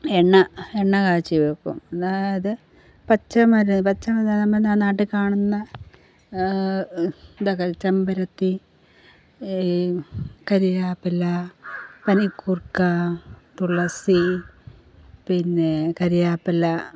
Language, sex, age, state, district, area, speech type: Malayalam, female, 45-60, Kerala, Pathanamthitta, rural, spontaneous